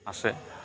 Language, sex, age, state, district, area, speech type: Assamese, male, 45-60, Assam, Goalpara, urban, spontaneous